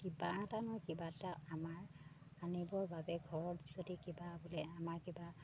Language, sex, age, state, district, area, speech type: Assamese, female, 30-45, Assam, Sivasagar, rural, spontaneous